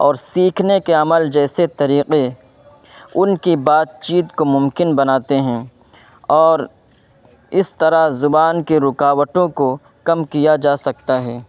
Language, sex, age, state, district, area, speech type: Urdu, male, 18-30, Uttar Pradesh, Saharanpur, urban, spontaneous